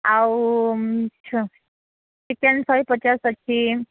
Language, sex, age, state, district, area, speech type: Odia, female, 18-30, Odisha, Koraput, urban, conversation